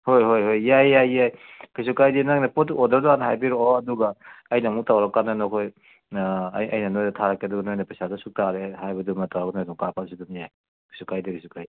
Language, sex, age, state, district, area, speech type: Manipuri, male, 60+, Manipur, Kangpokpi, urban, conversation